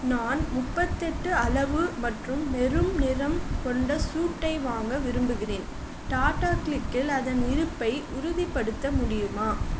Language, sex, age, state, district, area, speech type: Tamil, female, 18-30, Tamil Nadu, Chengalpattu, urban, read